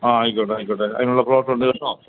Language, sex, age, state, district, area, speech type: Malayalam, male, 60+, Kerala, Kottayam, rural, conversation